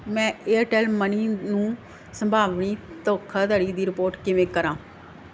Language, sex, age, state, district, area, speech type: Punjabi, female, 30-45, Punjab, Mansa, urban, read